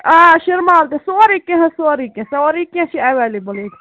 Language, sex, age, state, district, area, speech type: Kashmiri, female, 45-60, Jammu and Kashmir, Ganderbal, rural, conversation